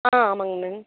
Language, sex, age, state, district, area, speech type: Tamil, female, 18-30, Tamil Nadu, Perambalur, rural, conversation